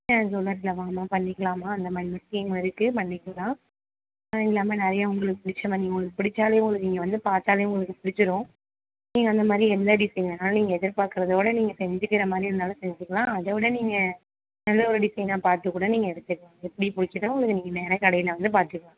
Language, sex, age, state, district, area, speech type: Tamil, female, 18-30, Tamil Nadu, Tiruvarur, rural, conversation